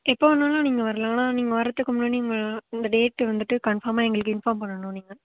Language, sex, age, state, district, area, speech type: Tamil, female, 18-30, Tamil Nadu, Tiruvarur, rural, conversation